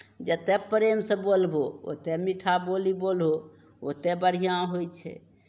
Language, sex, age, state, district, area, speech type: Maithili, female, 45-60, Bihar, Begusarai, urban, spontaneous